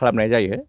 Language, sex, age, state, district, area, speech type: Bodo, male, 60+, Assam, Baksa, rural, spontaneous